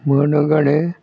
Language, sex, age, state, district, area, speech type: Goan Konkani, male, 60+, Goa, Murmgao, rural, spontaneous